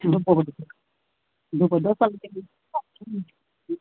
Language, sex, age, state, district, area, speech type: Odia, female, 45-60, Odisha, Sundergarh, rural, conversation